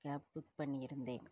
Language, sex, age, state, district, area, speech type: Tamil, female, 45-60, Tamil Nadu, Perambalur, rural, spontaneous